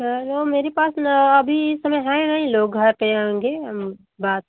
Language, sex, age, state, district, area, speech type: Hindi, female, 45-60, Uttar Pradesh, Mau, rural, conversation